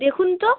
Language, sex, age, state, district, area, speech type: Bengali, female, 18-30, West Bengal, Alipurduar, rural, conversation